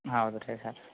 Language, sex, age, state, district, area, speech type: Kannada, male, 18-30, Karnataka, Gulbarga, urban, conversation